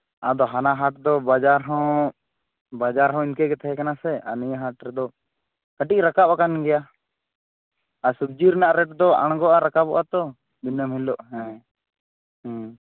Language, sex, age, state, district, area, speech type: Santali, male, 18-30, West Bengal, Purulia, rural, conversation